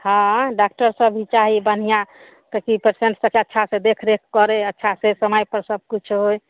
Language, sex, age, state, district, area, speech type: Maithili, female, 30-45, Bihar, Samastipur, urban, conversation